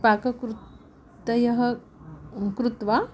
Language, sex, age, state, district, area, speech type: Sanskrit, female, 60+, Maharashtra, Wardha, urban, spontaneous